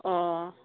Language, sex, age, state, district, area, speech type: Assamese, female, 18-30, Assam, Sivasagar, rural, conversation